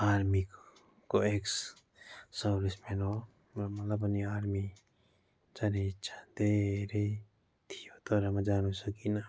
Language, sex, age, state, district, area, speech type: Nepali, male, 30-45, West Bengal, Darjeeling, rural, spontaneous